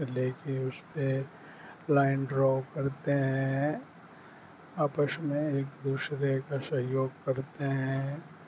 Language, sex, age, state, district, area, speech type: Urdu, male, 18-30, Bihar, Supaul, rural, spontaneous